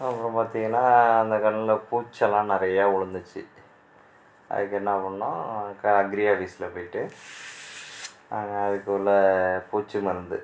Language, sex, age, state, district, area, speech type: Tamil, male, 45-60, Tamil Nadu, Mayiladuthurai, rural, spontaneous